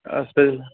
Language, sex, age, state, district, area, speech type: Tamil, male, 45-60, Tamil Nadu, Sivaganga, rural, conversation